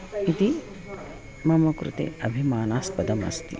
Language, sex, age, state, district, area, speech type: Sanskrit, female, 45-60, Maharashtra, Nagpur, urban, spontaneous